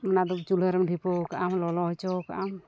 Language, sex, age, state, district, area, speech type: Santali, female, 45-60, Jharkhand, East Singhbhum, rural, spontaneous